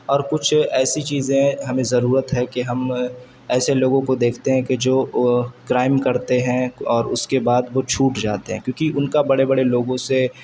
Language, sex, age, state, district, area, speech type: Urdu, male, 18-30, Uttar Pradesh, Shahjahanpur, urban, spontaneous